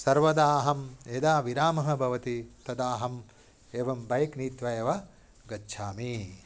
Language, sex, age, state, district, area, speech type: Sanskrit, male, 45-60, Telangana, Karimnagar, urban, spontaneous